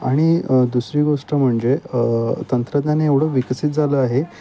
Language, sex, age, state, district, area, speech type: Marathi, male, 30-45, Maharashtra, Mumbai Suburban, urban, spontaneous